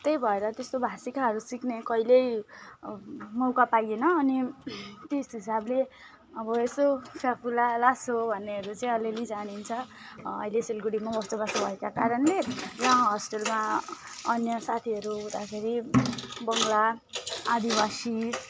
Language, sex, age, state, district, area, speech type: Nepali, female, 30-45, West Bengal, Kalimpong, rural, spontaneous